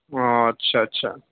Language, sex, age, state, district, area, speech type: Urdu, male, 18-30, Delhi, North West Delhi, urban, conversation